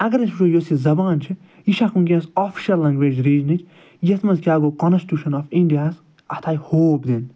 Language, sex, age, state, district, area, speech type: Kashmiri, male, 45-60, Jammu and Kashmir, Ganderbal, urban, spontaneous